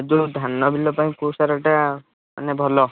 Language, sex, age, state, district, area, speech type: Odia, male, 18-30, Odisha, Kendujhar, urban, conversation